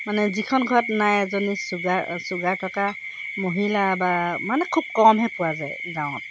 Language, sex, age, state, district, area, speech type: Assamese, female, 60+, Assam, Golaghat, urban, spontaneous